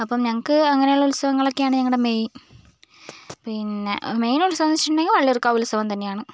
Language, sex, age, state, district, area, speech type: Malayalam, female, 18-30, Kerala, Wayanad, rural, spontaneous